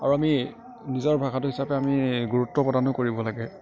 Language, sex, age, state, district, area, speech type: Assamese, male, 18-30, Assam, Kamrup Metropolitan, urban, spontaneous